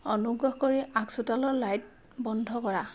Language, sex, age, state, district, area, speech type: Assamese, female, 30-45, Assam, Sivasagar, urban, read